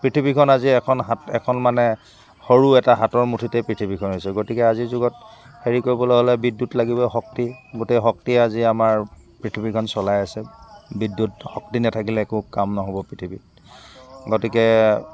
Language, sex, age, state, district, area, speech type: Assamese, male, 45-60, Assam, Dibrugarh, rural, spontaneous